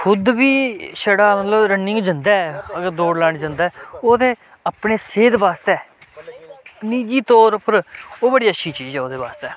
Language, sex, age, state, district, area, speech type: Dogri, male, 18-30, Jammu and Kashmir, Samba, rural, spontaneous